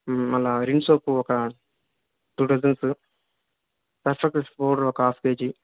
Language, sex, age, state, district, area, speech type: Telugu, male, 18-30, Andhra Pradesh, Sri Balaji, rural, conversation